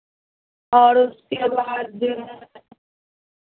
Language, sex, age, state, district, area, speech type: Hindi, female, 30-45, Bihar, Madhepura, rural, conversation